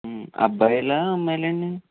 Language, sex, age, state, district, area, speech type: Telugu, male, 18-30, Andhra Pradesh, Eluru, urban, conversation